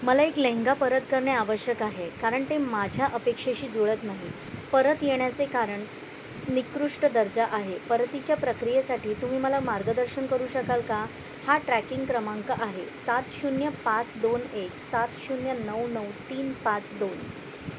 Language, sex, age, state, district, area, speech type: Marathi, female, 45-60, Maharashtra, Thane, urban, read